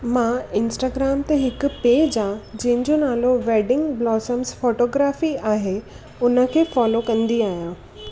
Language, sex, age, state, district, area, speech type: Sindhi, female, 18-30, Gujarat, Surat, urban, spontaneous